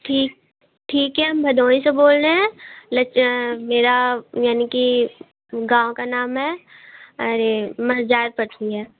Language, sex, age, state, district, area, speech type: Hindi, female, 18-30, Uttar Pradesh, Bhadohi, urban, conversation